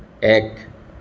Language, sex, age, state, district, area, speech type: Assamese, male, 45-60, Assam, Lakhimpur, rural, read